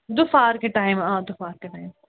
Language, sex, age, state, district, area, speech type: Kashmiri, female, 18-30, Jammu and Kashmir, Srinagar, urban, conversation